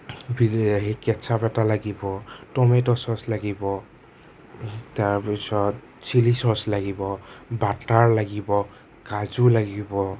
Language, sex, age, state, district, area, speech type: Assamese, male, 30-45, Assam, Nagaon, rural, spontaneous